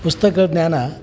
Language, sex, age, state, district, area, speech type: Kannada, male, 45-60, Karnataka, Dharwad, urban, spontaneous